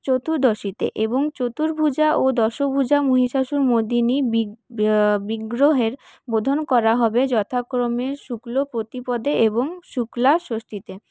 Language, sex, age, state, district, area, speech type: Bengali, female, 18-30, West Bengal, Paschim Bardhaman, urban, spontaneous